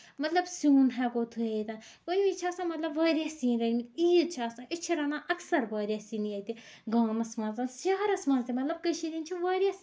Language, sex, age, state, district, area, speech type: Kashmiri, female, 30-45, Jammu and Kashmir, Ganderbal, rural, spontaneous